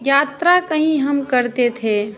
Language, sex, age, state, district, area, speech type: Hindi, female, 45-60, Bihar, Madhepura, rural, spontaneous